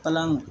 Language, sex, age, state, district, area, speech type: Hindi, male, 30-45, Uttar Pradesh, Mau, rural, read